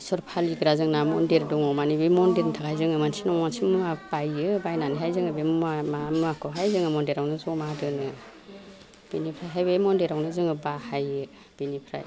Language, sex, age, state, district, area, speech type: Bodo, female, 45-60, Assam, Chirang, rural, spontaneous